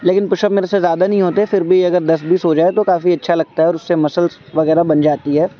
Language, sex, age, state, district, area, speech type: Urdu, male, 18-30, Delhi, Central Delhi, urban, spontaneous